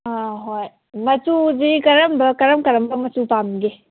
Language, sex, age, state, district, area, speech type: Manipuri, female, 18-30, Manipur, Kangpokpi, urban, conversation